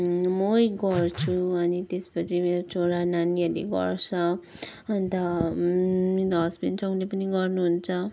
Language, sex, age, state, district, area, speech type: Nepali, male, 60+, West Bengal, Kalimpong, rural, spontaneous